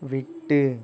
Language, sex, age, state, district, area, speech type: Tamil, male, 30-45, Tamil Nadu, Ariyalur, rural, read